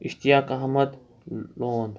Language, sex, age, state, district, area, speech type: Kashmiri, male, 18-30, Jammu and Kashmir, Shopian, rural, spontaneous